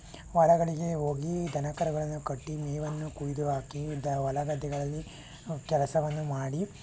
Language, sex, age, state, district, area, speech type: Kannada, male, 18-30, Karnataka, Tumkur, rural, spontaneous